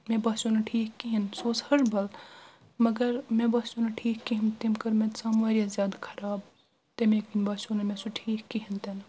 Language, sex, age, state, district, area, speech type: Kashmiri, female, 18-30, Jammu and Kashmir, Baramulla, rural, spontaneous